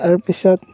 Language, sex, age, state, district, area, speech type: Assamese, male, 18-30, Assam, Darrang, rural, spontaneous